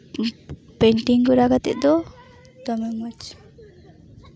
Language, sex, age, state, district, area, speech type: Santali, female, 18-30, West Bengal, Paschim Bardhaman, rural, spontaneous